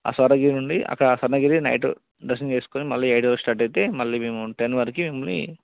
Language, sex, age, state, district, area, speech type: Telugu, male, 45-60, Telangana, Peddapalli, urban, conversation